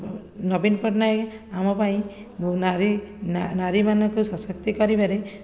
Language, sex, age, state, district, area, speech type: Odia, female, 30-45, Odisha, Khordha, rural, spontaneous